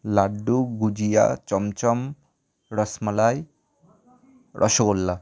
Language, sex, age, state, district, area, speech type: Bengali, male, 18-30, West Bengal, Kolkata, urban, spontaneous